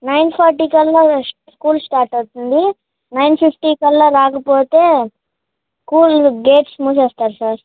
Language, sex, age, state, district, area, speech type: Telugu, male, 18-30, Andhra Pradesh, Srikakulam, urban, conversation